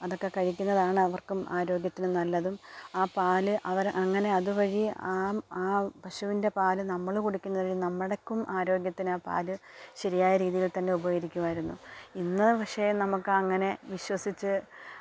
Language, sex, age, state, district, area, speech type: Malayalam, female, 45-60, Kerala, Alappuzha, rural, spontaneous